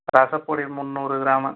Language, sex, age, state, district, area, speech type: Tamil, male, 45-60, Tamil Nadu, Cuddalore, rural, conversation